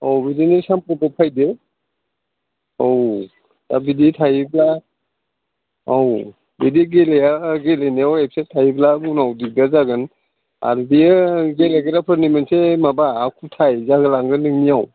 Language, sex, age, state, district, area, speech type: Bodo, male, 60+, Assam, Udalguri, urban, conversation